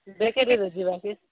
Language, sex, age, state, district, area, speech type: Odia, female, 18-30, Odisha, Nabarangpur, urban, conversation